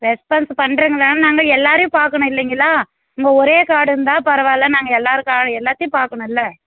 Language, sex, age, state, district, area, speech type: Tamil, female, 30-45, Tamil Nadu, Tirupattur, rural, conversation